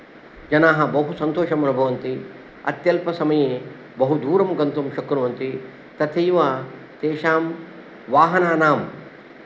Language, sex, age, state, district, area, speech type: Sanskrit, male, 60+, Karnataka, Udupi, rural, spontaneous